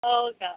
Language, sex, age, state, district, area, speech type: Marathi, female, 18-30, Maharashtra, Yavatmal, rural, conversation